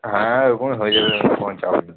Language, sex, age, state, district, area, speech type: Bengali, male, 18-30, West Bengal, Uttar Dinajpur, urban, conversation